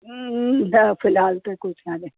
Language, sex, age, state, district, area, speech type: Sindhi, female, 45-60, Delhi, South Delhi, urban, conversation